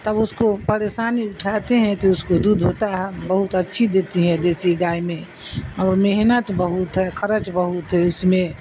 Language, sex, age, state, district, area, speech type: Urdu, female, 60+, Bihar, Darbhanga, rural, spontaneous